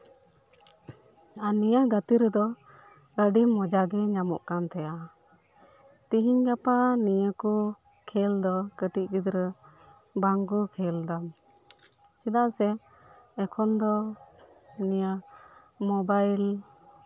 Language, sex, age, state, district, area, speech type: Santali, female, 30-45, West Bengal, Birbhum, rural, spontaneous